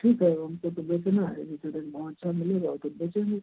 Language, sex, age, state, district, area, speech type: Hindi, male, 45-60, Uttar Pradesh, Ghazipur, rural, conversation